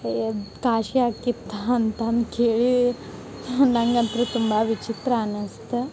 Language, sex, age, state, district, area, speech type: Kannada, female, 18-30, Karnataka, Gadag, urban, spontaneous